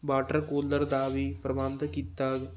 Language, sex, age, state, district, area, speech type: Punjabi, male, 18-30, Punjab, Fatehgarh Sahib, rural, spontaneous